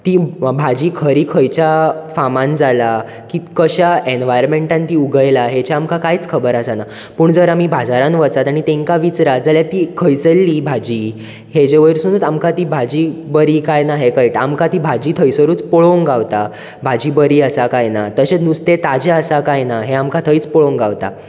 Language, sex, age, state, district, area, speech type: Goan Konkani, male, 18-30, Goa, Bardez, urban, spontaneous